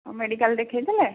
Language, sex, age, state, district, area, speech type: Odia, female, 45-60, Odisha, Angul, rural, conversation